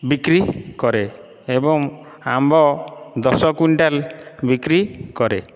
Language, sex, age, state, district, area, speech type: Odia, male, 30-45, Odisha, Dhenkanal, rural, spontaneous